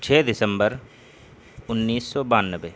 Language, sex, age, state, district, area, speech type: Urdu, male, 18-30, Bihar, Purnia, rural, spontaneous